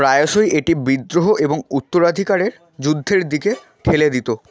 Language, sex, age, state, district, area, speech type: Bengali, male, 30-45, West Bengal, Purba Medinipur, rural, read